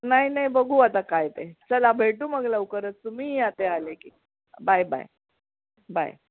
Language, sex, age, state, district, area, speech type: Marathi, female, 60+, Maharashtra, Mumbai Suburban, urban, conversation